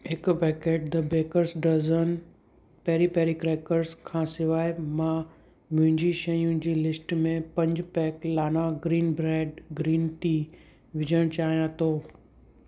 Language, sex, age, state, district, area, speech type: Sindhi, male, 18-30, Gujarat, Kutch, rural, read